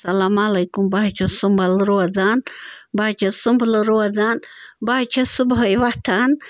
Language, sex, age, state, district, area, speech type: Kashmiri, female, 45-60, Jammu and Kashmir, Bandipora, rural, spontaneous